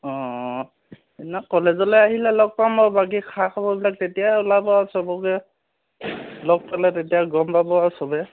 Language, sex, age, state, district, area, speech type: Assamese, male, 30-45, Assam, Dhemaji, urban, conversation